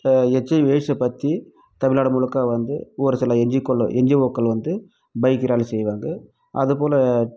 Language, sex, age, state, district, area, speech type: Tamil, male, 30-45, Tamil Nadu, Krishnagiri, rural, spontaneous